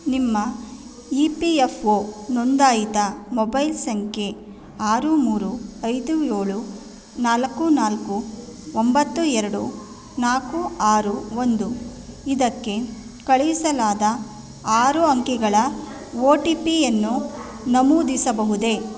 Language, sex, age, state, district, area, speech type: Kannada, female, 30-45, Karnataka, Mandya, rural, read